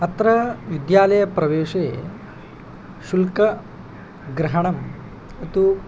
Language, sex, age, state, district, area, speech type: Sanskrit, male, 18-30, Odisha, Angul, rural, spontaneous